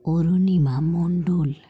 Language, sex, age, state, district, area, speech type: Bengali, female, 45-60, West Bengal, Dakshin Dinajpur, urban, spontaneous